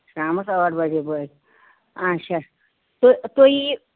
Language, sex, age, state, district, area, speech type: Kashmiri, female, 60+, Jammu and Kashmir, Ganderbal, rural, conversation